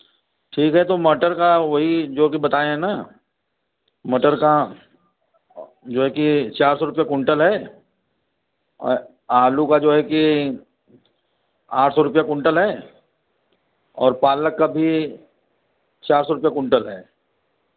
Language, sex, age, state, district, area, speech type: Hindi, male, 45-60, Uttar Pradesh, Varanasi, rural, conversation